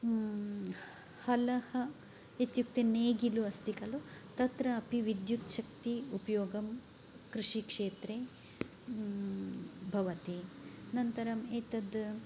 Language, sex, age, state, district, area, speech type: Sanskrit, female, 45-60, Karnataka, Uttara Kannada, rural, spontaneous